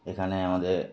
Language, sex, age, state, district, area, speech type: Bengali, male, 30-45, West Bengal, Darjeeling, urban, spontaneous